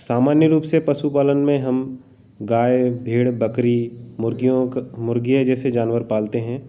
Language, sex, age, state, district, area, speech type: Hindi, male, 45-60, Madhya Pradesh, Jabalpur, urban, spontaneous